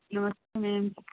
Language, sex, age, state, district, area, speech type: Hindi, female, 30-45, Uttar Pradesh, Prayagraj, rural, conversation